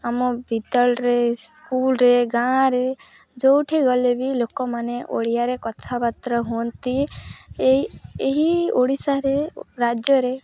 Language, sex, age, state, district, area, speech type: Odia, female, 18-30, Odisha, Malkangiri, urban, spontaneous